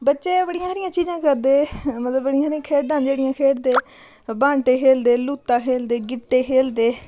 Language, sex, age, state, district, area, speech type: Dogri, female, 18-30, Jammu and Kashmir, Udhampur, rural, spontaneous